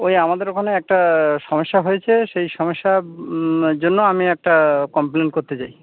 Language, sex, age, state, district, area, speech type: Bengali, male, 30-45, West Bengal, Birbhum, urban, conversation